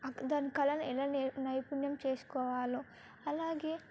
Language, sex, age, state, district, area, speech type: Telugu, female, 18-30, Telangana, Sangareddy, urban, spontaneous